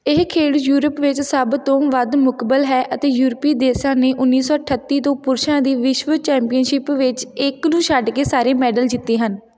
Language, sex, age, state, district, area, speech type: Punjabi, female, 18-30, Punjab, Tarn Taran, rural, read